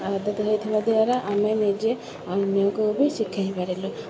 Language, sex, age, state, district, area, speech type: Odia, female, 30-45, Odisha, Sundergarh, urban, spontaneous